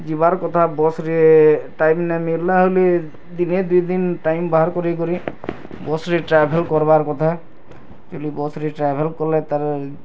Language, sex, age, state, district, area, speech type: Odia, male, 30-45, Odisha, Bargarh, rural, spontaneous